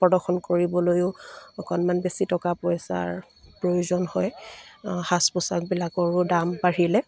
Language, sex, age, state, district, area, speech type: Assamese, female, 45-60, Assam, Dibrugarh, rural, spontaneous